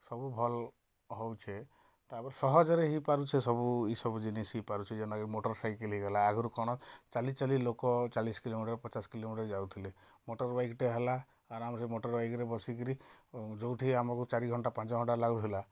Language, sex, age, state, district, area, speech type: Odia, male, 45-60, Odisha, Kalahandi, rural, spontaneous